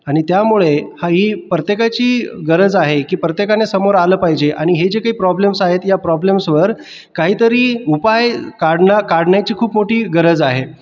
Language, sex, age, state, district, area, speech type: Marathi, male, 30-45, Maharashtra, Buldhana, urban, spontaneous